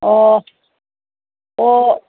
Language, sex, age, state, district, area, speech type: Manipuri, female, 60+, Manipur, Senapati, rural, conversation